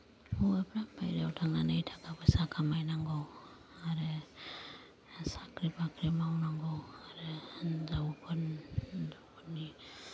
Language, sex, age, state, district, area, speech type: Bodo, female, 30-45, Assam, Kokrajhar, rural, spontaneous